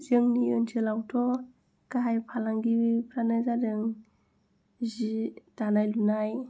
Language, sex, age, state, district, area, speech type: Bodo, female, 18-30, Assam, Kokrajhar, rural, spontaneous